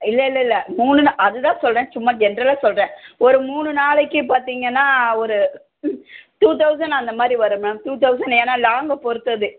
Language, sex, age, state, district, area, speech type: Tamil, female, 45-60, Tamil Nadu, Chennai, urban, conversation